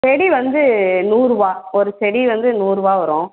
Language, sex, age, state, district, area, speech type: Tamil, female, 18-30, Tamil Nadu, Tiruvallur, rural, conversation